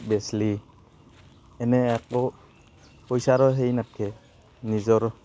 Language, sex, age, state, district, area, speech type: Assamese, male, 30-45, Assam, Barpeta, rural, spontaneous